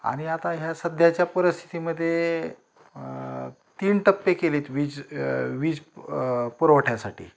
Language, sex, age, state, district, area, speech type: Marathi, male, 45-60, Maharashtra, Osmanabad, rural, spontaneous